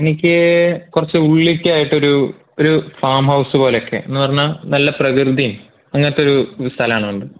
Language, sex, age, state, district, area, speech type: Malayalam, male, 30-45, Kerala, Palakkad, rural, conversation